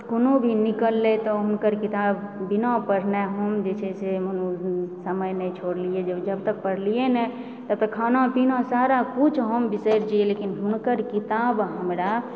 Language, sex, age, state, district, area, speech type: Maithili, female, 30-45, Bihar, Supaul, rural, spontaneous